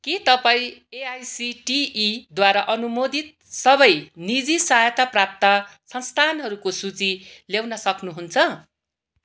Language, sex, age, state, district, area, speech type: Nepali, female, 45-60, West Bengal, Darjeeling, rural, read